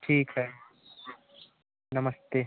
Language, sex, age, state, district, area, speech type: Hindi, male, 30-45, Uttar Pradesh, Mau, rural, conversation